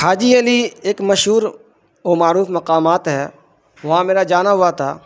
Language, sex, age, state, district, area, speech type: Urdu, male, 45-60, Bihar, Darbhanga, rural, spontaneous